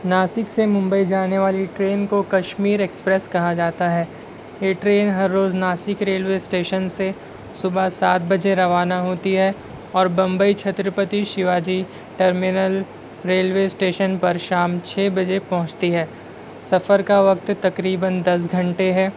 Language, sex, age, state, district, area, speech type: Urdu, male, 60+, Maharashtra, Nashik, urban, spontaneous